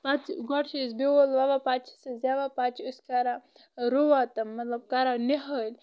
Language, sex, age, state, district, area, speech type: Kashmiri, female, 30-45, Jammu and Kashmir, Bandipora, rural, spontaneous